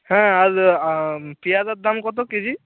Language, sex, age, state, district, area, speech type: Bengali, male, 30-45, West Bengal, Purba Medinipur, rural, conversation